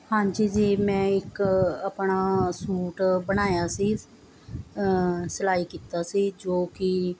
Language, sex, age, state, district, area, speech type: Punjabi, female, 45-60, Punjab, Mohali, urban, spontaneous